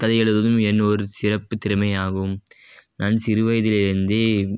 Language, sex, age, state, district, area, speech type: Tamil, male, 18-30, Tamil Nadu, Dharmapuri, urban, spontaneous